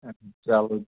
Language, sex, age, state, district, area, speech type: Kashmiri, male, 30-45, Jammu and Kashmir, Shopian, rural, conversation